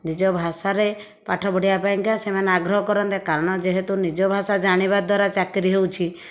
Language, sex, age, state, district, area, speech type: Odia, female, 60+, Odisha, Khordha, rural, spontaneous